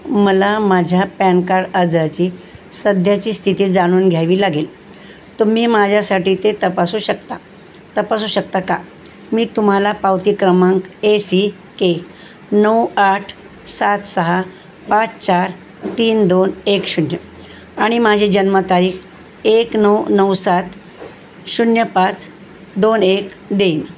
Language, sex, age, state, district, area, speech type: Marathi, female, 60+, Maharashtra, Osmanabad, rural, read